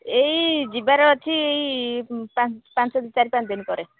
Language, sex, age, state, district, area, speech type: Odia, female, 45-60, Odisha, Angul, rural, conversation